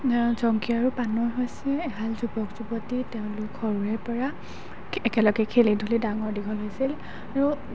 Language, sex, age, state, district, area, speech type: Assamese, female, 18-30, Assam, Golaghat, urban, spontaneous